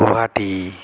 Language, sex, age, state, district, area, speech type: Bengali, male, 30-45, West Bengal, Alipurduar, rural, spontaneous